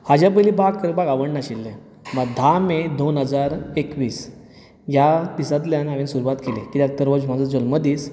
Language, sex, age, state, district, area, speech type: Goan Konkani, male, 30-45, Goa, Bardez, rural, spontaneous